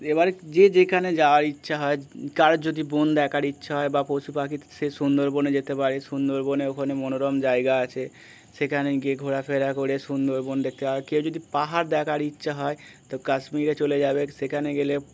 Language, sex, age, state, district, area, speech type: Bengali, male, 30-45, West Bengal, Birbhum, urban, spontaneous